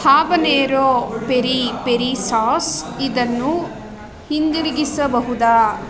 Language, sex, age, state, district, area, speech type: Kannada, female, 30-45, Karnataka, Kolar, rural, read